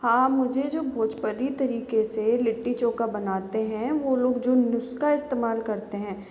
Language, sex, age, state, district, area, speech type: Hindi, female, 60+, Rajasthan, Jaipur, urban, spontaneous